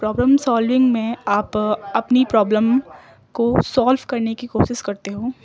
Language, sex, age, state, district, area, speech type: Urdu, female, 18-30, Delhi, East Delhi, urban, spontaneous